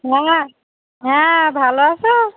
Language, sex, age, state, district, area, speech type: Bengali, female, 30-45, West Bengal, Darjeeling, urban, conversation